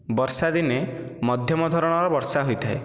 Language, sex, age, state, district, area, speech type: Odia, male, 18-30, Odisha, Nayagarh, rural, spontaneous